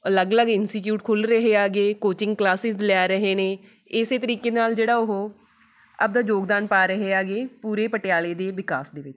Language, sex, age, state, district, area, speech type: Punjabi, female, 18-30, Punjab, Patiala, urban, spontaneous